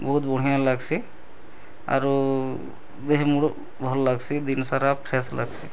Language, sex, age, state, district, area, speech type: Odia, male, 30-45, Odisha, Bargarh, rural, spontaneous